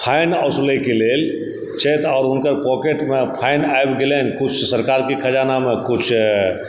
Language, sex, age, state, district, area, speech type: Maithili, male, 45-60, Bihar, Supaul, rural, spontaneous